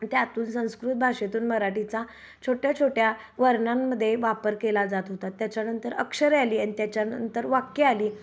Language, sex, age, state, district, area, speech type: Marathi, female, 30-45, Maharashtra, Kolhapur, rural, spontaneous